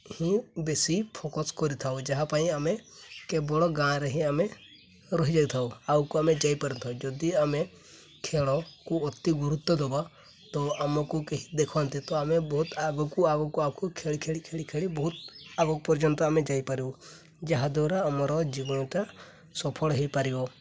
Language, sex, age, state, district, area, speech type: Odia, male, 18-30, Odisha, Mayurbhanj, rural, spontaneous